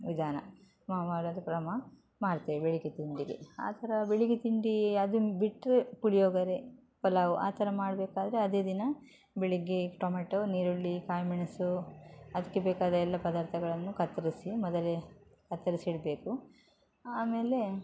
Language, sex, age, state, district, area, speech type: Kannada, female, 30-45, Karnataka, Udupi, rural, spontaneous